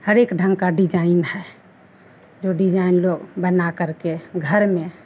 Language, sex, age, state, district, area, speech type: Hindi, female, 60+, Bihar, Begusarai, rural, spontaneous